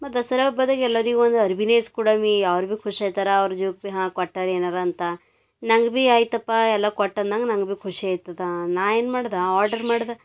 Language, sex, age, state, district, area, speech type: Kannada, female, 18-30, Karnataka, Bidar, urban, spontaneous